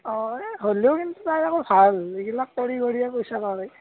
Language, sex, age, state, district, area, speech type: Assamese, male, 18-30, Assam, Darrang, rural, conversation